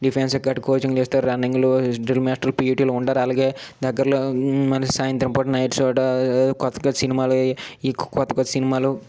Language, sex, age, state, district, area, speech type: Telugu, male, 18-30, Andhra Pradesh, Srikakulam, urban, spontaneous